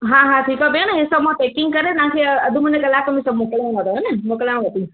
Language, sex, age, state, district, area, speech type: Sindhi, female, 30-45, Gujarat, Surat, urban, conversation